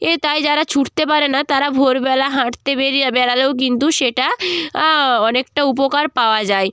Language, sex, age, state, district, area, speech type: Bengali, female, 18-30, West Bengal, Jalpaiguri, rural, spontaneous